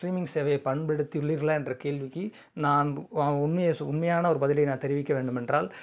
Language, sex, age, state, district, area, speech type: Tamil, male, 30-45, Tamil Nadu, Kanyakumari, urban, spontaneous